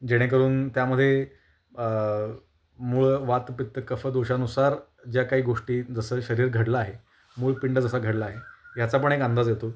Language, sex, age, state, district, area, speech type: Marathi, male, 18-30, Maharashtra, Kolhapur, urban, spontaneous